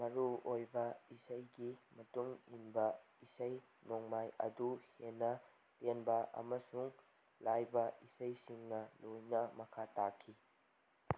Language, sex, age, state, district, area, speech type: Manipuri, male, 18-30, Manipur, Kangpokpi, urban, read